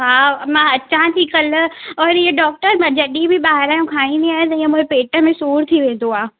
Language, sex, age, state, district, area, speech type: Sindhi, female, 18-30, Madhya Pradesh, Katni, rural, conversation